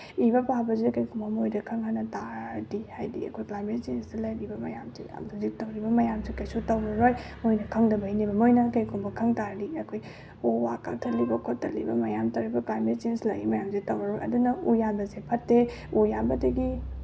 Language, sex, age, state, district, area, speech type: Manipuri, female, 18-30, Manipur, Bishnupur, rural, spontaneous